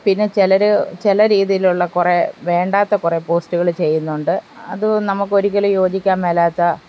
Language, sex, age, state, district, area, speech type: Malayalam, female, 45-60, Kerala, Alappuzha, rural, spontaneous